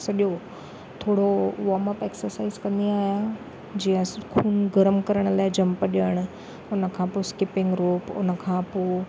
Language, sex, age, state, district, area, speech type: Sindhi, female, 30-45, Maharashtra, Thane, urban, spontaneous